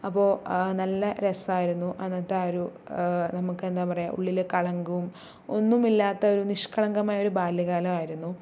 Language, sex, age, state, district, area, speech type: Malayalam, female, 30-45, Kerala, Palakkad, rural, spontaneous